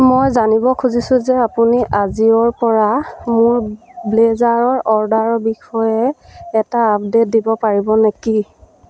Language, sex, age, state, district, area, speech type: Assamese, female, 30-45, Assam, Sivasagar, rural, read